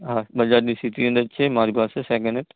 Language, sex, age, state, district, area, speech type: Gujarati, male, 30-45, Gujarat, Kutch, urban, conversation